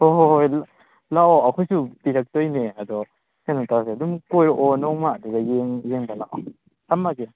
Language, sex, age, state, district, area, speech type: Manipuri, male, 18-30, Manipur, Kakching, rural, conversation